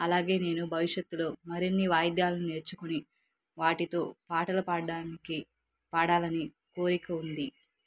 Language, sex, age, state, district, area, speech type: Telugu, female, 30-45, Andhra Pradesh, Nandyal, urban, spontaneous